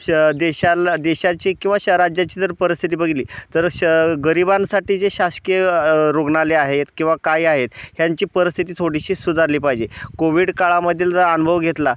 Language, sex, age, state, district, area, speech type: Marathi, male, 30-45, Maharashtra, Osmanabad, rural, spontaneous